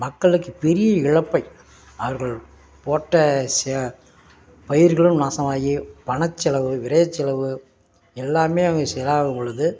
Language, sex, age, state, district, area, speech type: Tamil, male, 45-60, Tamil Nadu, Perambalur, urban, spontaneous